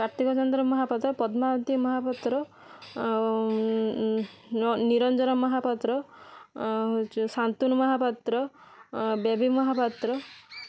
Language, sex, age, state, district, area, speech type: Odia, female, 18-30, Odisha, Balasore, rural, spontaneous